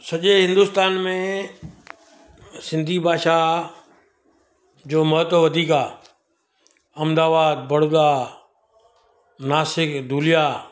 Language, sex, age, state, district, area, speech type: Sindhi, male, 60+, Gujarat, Surat, urban, spontaneous